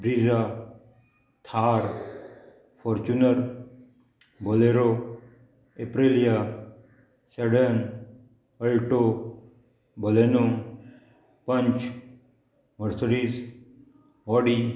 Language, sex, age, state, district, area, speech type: Goan Konkani, male, 45-60, Goa, Murmgao, rural, spontaneous